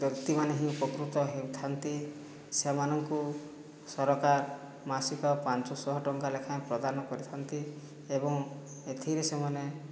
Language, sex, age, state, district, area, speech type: Odia, male, 30-45, Odisha, Boudh, rural, spontaneous